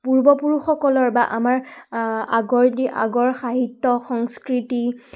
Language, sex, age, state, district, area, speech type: Assamese, female, 18-30, Assam, Majuli, urban, spontaneous